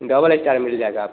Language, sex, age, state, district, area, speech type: Hindi, male, 18-30, Bihar, Vaishali, rural, conversation